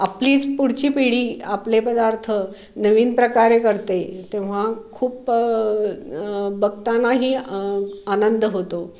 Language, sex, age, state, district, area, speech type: Marathi, female, 45-60, Maharashtra, Pune, urban, spontaneous